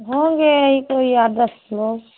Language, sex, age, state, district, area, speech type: Hindi, female, 30-45, Uttar Pradesh, Prayagraj, rural, conversation